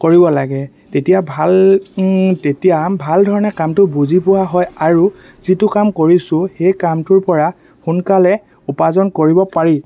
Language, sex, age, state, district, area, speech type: Assamese, male, 18-30, Assam, Dhemaji, rural, spontaneous